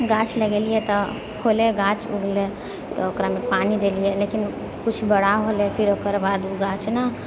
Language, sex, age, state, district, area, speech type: Maithili, female, 30-45, Bihar, Purnia, urban, spontaneous